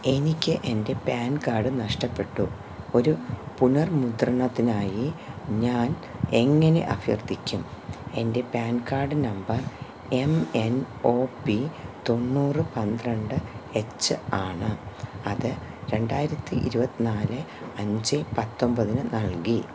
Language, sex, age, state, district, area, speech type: Malayalam, female, 45-60, Kerala, Thiruvananthapuram, urban, read